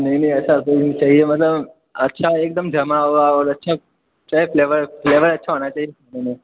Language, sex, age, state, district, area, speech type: Hindi, male, 18-30, Rajasthan, Jodhpur, urban, conversation